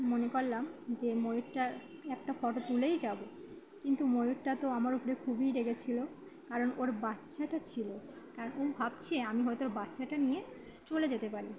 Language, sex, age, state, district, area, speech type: Bengali, female, 30-45, West Bengal, Birbhum, urban, spontaneous